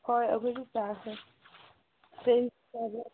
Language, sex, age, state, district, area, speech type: Manipuri, female, 18-30, Manipur, Senapati, urban, conversation